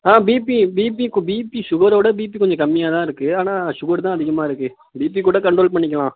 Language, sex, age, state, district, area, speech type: Tamil, male, 30-45, Tamil Nadu, Tiruvarur, urban, conversation